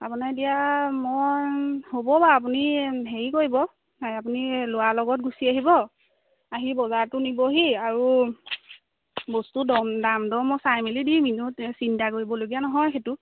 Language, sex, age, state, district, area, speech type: Assamese, female, 18-30, Assam, Majuli, urban, conversation